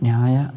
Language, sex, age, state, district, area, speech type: Sanskrit, male, 18-30, Kerala, Kozhikode, rural, spontaneous